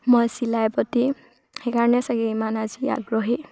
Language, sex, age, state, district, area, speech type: Assamese, female, 18-30, Assam, Sivasagar, rural, spontaneous